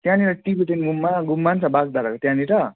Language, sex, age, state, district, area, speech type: Nepali, male, 18-30, West Bengal, Kalimpong, rural, conversation